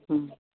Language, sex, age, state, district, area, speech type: Marathi, female, 30-45, Maharashtra, Hingoli, urban, conversation